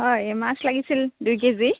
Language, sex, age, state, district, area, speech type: Assamese, female, 30-45, Assam, Darrang, rural, conversation